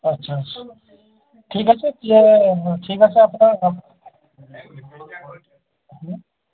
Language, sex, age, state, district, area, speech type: Bengali, male, 45-60, West Bengal, Uttar Dinajpur, urban, conversation